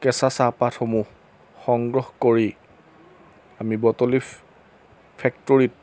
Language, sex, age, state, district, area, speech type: Assamese, male, 30-45, Assam, Jorhat, urban, spontaneous